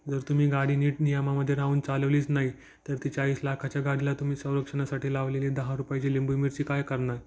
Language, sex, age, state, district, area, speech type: Marathi, male, 18-30, Maharashtra, Jalna, urban, spontaneous